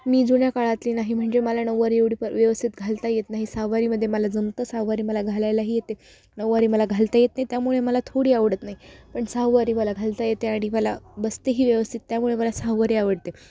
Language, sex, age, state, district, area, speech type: Marathi, female, 18-30, Maharashtra, Ahmednagar, rural, spontaneous